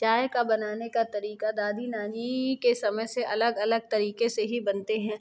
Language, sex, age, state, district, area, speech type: Hindi, female, 30-45, Madhya Pradesh, Katni, urban, spontaneous